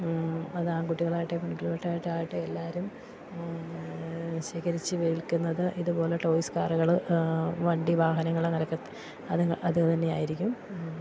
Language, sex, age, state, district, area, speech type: Malayalam, female, 30-45, Kerala, Idukki, rural, spontaneous